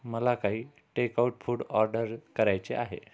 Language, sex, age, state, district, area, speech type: Marathi, male, 30-45, Maharashtra, Amravati, rural, read